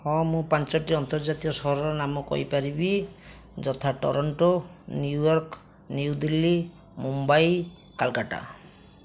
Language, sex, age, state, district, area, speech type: Odia, male, 60+, Odisha, Jajpur, rural, spontaneous